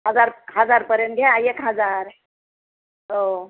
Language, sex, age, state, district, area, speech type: Marathi, female, 60+, Maharashtra, Nanded, urban, conversation